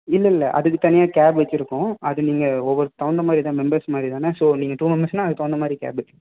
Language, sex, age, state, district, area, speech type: Tamil, male, 18-30, Tamil Nadu, Salem, urban, conversation